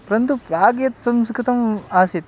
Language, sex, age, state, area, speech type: Sanskrit, male, 18-30, Bihar, rural, spontaneous